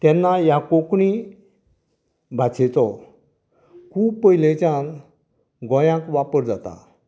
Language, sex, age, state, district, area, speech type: Goan Konkani, male, 60+, Goa, Canacona, rural, spontaneous